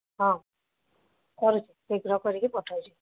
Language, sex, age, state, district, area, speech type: Odia, female, 45-60, Odisha, Sambalpur, rural, conversation